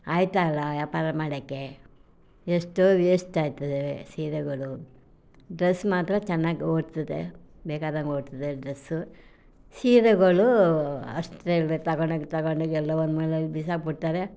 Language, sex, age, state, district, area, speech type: Kannada, female, 60+, Karnataka, Mysore, rural, spontaneous